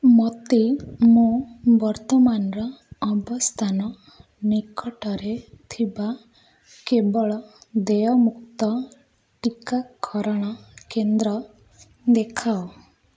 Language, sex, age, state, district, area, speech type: Odia, female, 18-30, Odisha, Ganjam, urban, read